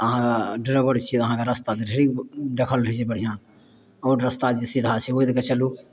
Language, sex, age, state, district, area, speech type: Maithili, male, 60+, Bihar, Madhepura, rural, spontaneous